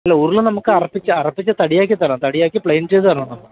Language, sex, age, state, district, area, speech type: Malayalam, male, 30-45, Kerala, Alappuzha, urban, conversation